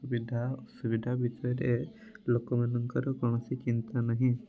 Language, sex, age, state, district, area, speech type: Odia, male, 18-30, Odisha, Mayurbhanj, rural, spontaneous